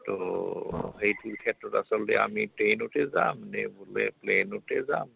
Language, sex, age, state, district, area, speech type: Assamese, male, 60+, Assam, Goalpara, rural, conversation